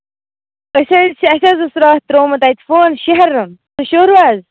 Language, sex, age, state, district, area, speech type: Kashmiri, female, 18-30, Jammu and Kashmir, Baramulla, rural, conversation